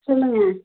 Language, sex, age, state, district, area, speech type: Tamil, female, 60+, Tamil Nadu, Tiruchirappalli, rural, conversation